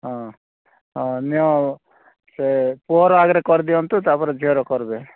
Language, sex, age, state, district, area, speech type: Odia, male, 45-60, Odisha, Rayagada, rural, conversation